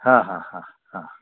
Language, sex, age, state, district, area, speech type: Marathi, male, 60+, Maharashtra, Mumbai Suburban, urban, conversation